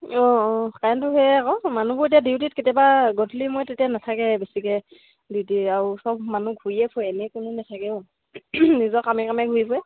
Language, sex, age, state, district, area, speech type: Assamese, female, 30-45, Assam, Sivasagar, rural, conversation